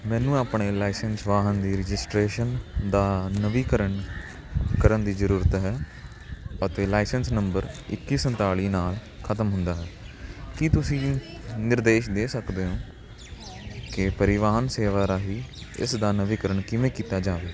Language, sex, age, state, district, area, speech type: Punjabi, male, 18-30, Punjab, Hoshiarpur, urban, read